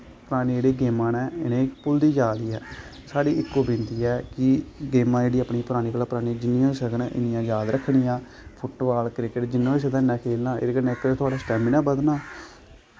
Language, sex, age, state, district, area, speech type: Dogri, male, 18-30, Jammu and Kashmir, Samba, urban, spontaneous